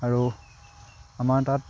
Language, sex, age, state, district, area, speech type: Assamese, male, 18-30, Assam, Dibrugarh, urban, spontaneous